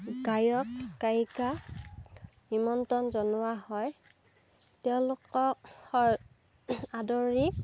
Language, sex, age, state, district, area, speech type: Assamese, female, 45-60, Assam, Darrang, rural, spontaneous